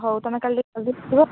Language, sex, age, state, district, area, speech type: Odia, female, 18-30, Odisha, Jagatsinghpur, rural, conversation